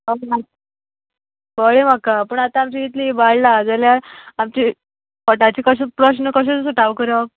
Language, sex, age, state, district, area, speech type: Goan Konkani, female, 18-30, Goa, Canacona, rural, conversation